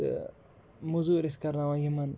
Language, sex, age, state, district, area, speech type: Kashmiri, male, 18-30, Jammu and Kashmir, Budgam, rural, spontaneous